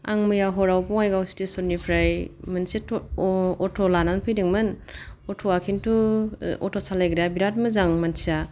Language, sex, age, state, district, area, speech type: Bodo, female, 45-60, Assam, Kokrajhar, rural, spontaneous